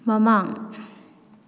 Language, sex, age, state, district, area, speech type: Manipuri, female, 18-30, Manipur, Kakching, rural, read